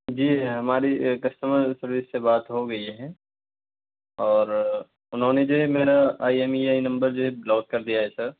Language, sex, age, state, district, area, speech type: Urdu, male, 18-30, Delhi, South Delhi, rural, conversation